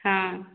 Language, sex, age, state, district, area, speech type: Odia, female, 30-45, Odisha, Nayagarh, rural, conversation